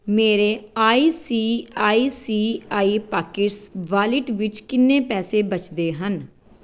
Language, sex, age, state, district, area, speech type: Punjabi, female, 30-45, Punjab, Pathankot, rural, read